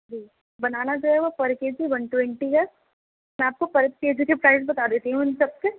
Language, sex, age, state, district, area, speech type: Urdu, female, 18-30, Delhi, East Delhi, urban, conversation